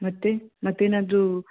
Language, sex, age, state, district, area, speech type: Kannada, female, 30-45, Karnataka, Shimoga, rural, conversation